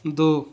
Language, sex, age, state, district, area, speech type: Punjabi, male, 18-30, Punjab, Tarn Taran, rural, read